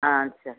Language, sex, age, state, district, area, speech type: Tamil, female, 45-60, Tamil Nadu, Thoothukudi, urban, conversation